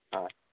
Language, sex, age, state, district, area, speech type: Assamese, male, 30-45, Assam, Goalpara, urban, conversation